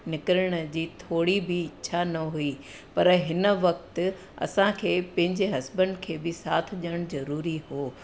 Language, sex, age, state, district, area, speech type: Sindhi, female, 30-45, Gujarat, Surat, urban, spontaneous